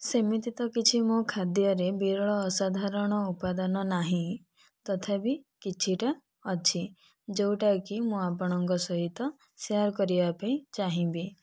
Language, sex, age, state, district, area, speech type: Odia, female, 18-30, Odisha, Kandhamal, rural, spontaneous